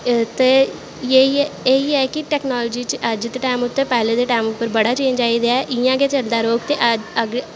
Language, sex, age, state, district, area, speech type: Dogri, female, 18-30, Jammu and Kashmir, Jammu, urban, spontaneous